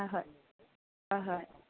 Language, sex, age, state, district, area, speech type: Assamese, female, 30-45, Assam, Kamrup Metropolitan, urban, conversation